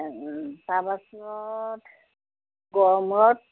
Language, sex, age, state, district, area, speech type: Assamese, female, 60+, Assam, Majuli, urban, conversation